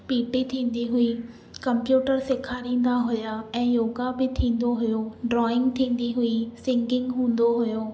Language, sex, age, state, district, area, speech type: Sindhi, female, 18-30, Maharashtra, Thane, urban, spontaneous